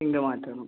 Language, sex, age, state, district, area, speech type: Malayalam, female, 30-45, Kerala, Malappuram, rural, conversation